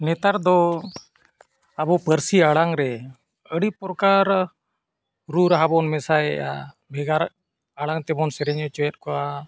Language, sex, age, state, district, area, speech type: Santali, male, 45-60, Jharkhand, Bokaro, rural, spontaneous